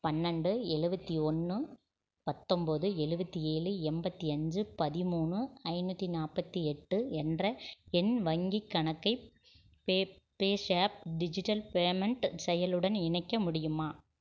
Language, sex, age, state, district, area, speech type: Tamil, female, 45-60, Tamil Nadu, Erode, rural, read